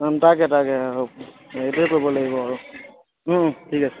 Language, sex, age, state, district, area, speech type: Assamese, male, 45-60, Assam, Lakhimpur, rural, conversation